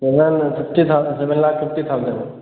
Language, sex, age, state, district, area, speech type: Hindi, male, 30-45, Uttar Pradesh, Sitapur, rural, conversation